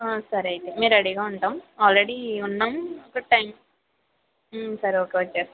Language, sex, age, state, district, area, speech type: Telugu, female, 30-45, Andhra Pradesh, East Godavari, rural, conversation